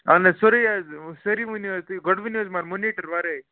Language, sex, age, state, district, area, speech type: Kashmiri, male, 18-30, Jammu and Kashmir, Kupwara, rural, conversation